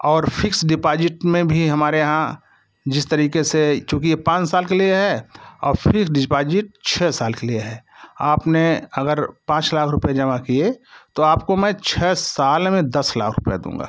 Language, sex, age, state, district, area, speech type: Hindi, male, 60+, Uttar Pradesh, Jaunpur, rural, spontaneous